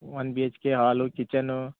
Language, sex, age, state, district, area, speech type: Kannada, male, 18-30, Karnataka, Bidar, urban, conversation